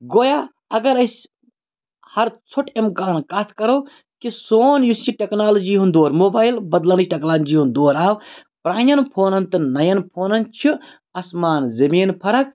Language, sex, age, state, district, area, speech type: Kashmiri, male, 30-45, Jammu and Kashmir, Bandipora, rural, spontaneous